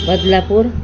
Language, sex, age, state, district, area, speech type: Marathi, female, 45-60, Maharashtra, Thane, rural, spontaneous